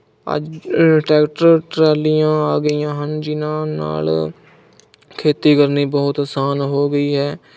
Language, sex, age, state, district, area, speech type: Punjabi, male, 18-30, Punjab, Mohali, rural, spontaneous